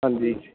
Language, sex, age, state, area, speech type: Punjabi, male, 18-30, Punjab, urban, conversation